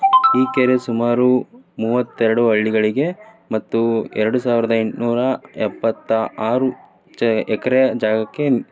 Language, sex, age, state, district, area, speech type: Kannada, male, 30-45, Karnataka, Davanagere, rural, spontaneous